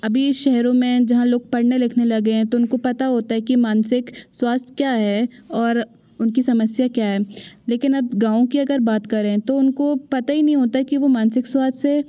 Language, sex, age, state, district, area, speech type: Hindi, female, 30-45, Madhya Pradesh, Jabalpur, urban, spontaneous